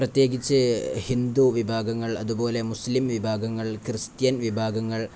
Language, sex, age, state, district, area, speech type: Malayalam, male, 18-30, Kerala, Kozhikode, rural, spontaneous